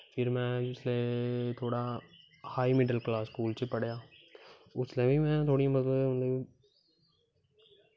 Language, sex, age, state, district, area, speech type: Dogri, male, 18-30, Jammu and Kashmir, Kathua, rural, spontaneous